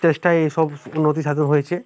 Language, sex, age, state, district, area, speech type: Bengali, male, 18-30, West Bengal, Uttar Dinajpur, rural, spontaneous